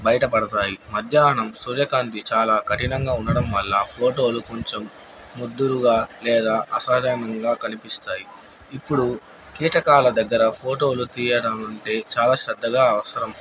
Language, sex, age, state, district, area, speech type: Telugu, male, 30-45, Andhra Pradesh, Nandyal, urban, spontaneous